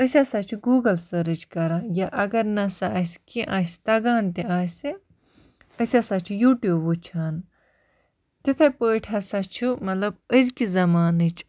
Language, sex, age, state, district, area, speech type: Kashmiri, female, 30-45, Jammu and Kashmir, Baramulla, rural, spontaneous